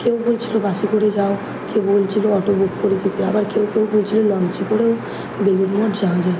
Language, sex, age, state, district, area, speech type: Bengali, female, 18-30, West Bengal, Kolkata, urban, spontaneous